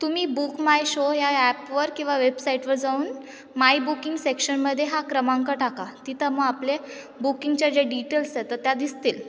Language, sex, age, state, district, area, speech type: Marathi, female, 18-30, Maharashtra, Ahmednagar, urban, spontaneous